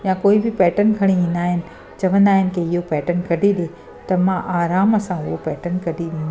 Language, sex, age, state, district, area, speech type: Sindhi, female, 45-60, Gujarat, Surat, urban, spontaneous